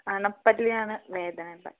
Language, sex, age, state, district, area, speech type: Malayalam, female, 18-30, Kerala, Wayanad, rural, conversation